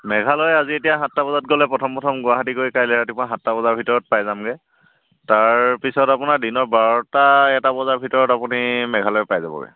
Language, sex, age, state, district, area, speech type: Assamese, male, 45-60, Assam, Charaideo, rural, conversation